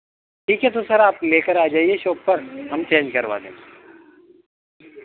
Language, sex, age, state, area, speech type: Hindi, male, 30-45, Madhya Pradesh, rural, conversation